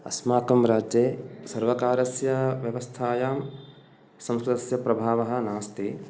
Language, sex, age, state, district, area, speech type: Sanskrit, male, 30-45, Karnataka, Uttara Kannada, rural, spontaneous